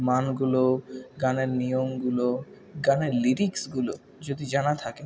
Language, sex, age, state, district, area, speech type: Bengali, male, 18-30, West Bengal, Purulia, urban, spontaneous